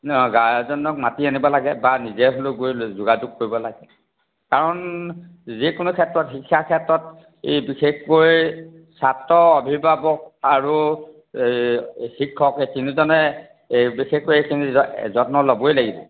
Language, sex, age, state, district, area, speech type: Assamese, male, 60+, Assam, Charaideo, urban, conversation